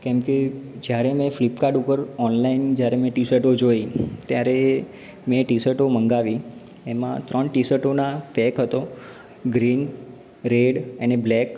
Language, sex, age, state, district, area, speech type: Gujarati, male, 30-45, Gujarat, Ahmedabad, urban, spontaneous